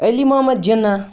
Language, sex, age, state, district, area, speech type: Kashmiri, male, 18-30, Jammu and Kashmir, Baramulla, rural, spontaneous